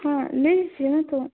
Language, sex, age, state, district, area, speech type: Hindi, female, 18-30, Madhya Pradesh, Balaghat, rural, conversation